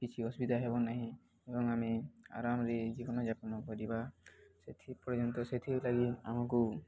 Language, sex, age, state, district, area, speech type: Odia, male, 18-30, Odisha, Subarnapur, urban, spontaneous